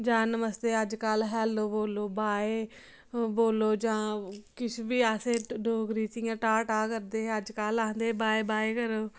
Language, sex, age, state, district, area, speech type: Dogri, female, 18-30, Jammu and Kashmir, Samba, rural, spontaneous